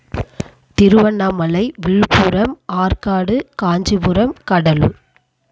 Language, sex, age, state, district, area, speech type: Tamil, female, 30-45, Tamil Nadu, Tiruvannamalai, rural, spontaneous